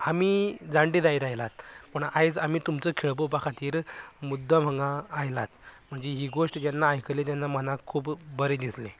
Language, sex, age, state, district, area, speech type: Goan Konkani, male, 18-30, Goa, Canacona, rural, spontaneous